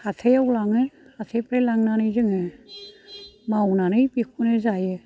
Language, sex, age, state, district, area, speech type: Bodo, female, 60+, Assam, Kokrajhar, rural, spontaneous